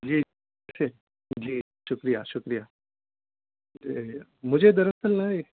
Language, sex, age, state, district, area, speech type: Urdu, male, 30-45, Telangana, Hyderabad, urban, conversation